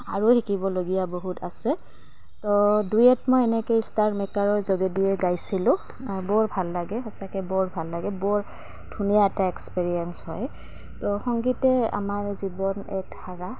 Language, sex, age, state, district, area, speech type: Assamese, female, 30-45, Assam, Goalpara, urban, spontaneous